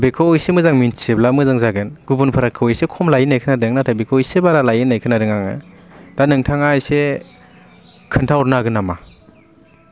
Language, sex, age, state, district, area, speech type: Bodo, male, 18-30, Assam, Baksa, rural, spontaneous